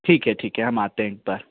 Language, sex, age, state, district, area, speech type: Hindi, male, 18-30, Madhya Pradesh, Bhopal, urban, conversation